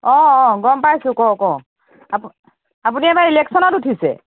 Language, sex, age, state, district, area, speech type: Assamese, female, 30-45, Assam, Golaghat, rural, conversation